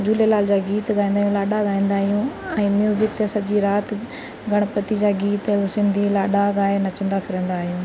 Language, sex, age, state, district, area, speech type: Sindhi, female, 30-45, Rajasthan, Ajmer, urban, spontaneous